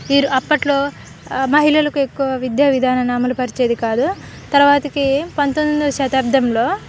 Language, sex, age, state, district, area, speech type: Telugu, female, 18-30, Telangana, Khammam, urban, spontaneous